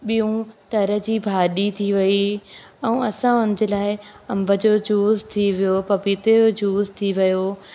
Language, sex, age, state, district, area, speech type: Sindhi, female, 18-30, Madhya Pradesh, Katni, rural, spontaneous